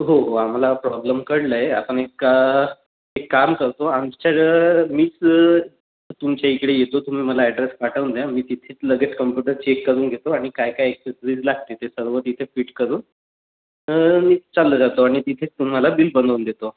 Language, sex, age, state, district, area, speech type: Marathi, male, 45-60, Maharashtra, Nagpur, rural, conversation